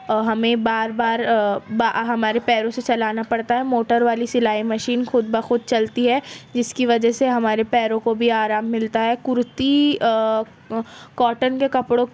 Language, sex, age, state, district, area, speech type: Urdu, female, 30-45, Maharashtra, Nashik, rural, spontaneous